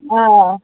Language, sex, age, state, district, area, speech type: Kashmiri, female, 30-45, Jammu and Kashmir, Anantnag, rural, conversation